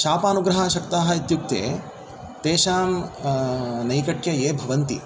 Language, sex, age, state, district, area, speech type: Sanskrit, male, 30-45, Karnataka, Davanagere, urban, spontaneous